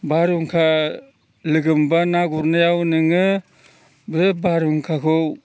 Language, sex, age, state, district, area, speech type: Bodo, male, 60+, Assam, Udalguri, rural, spontaneous